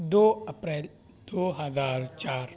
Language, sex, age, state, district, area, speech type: Urdu, male, 30-45, Uttar Pradesh, Shahjahanpur, rural, spontaneous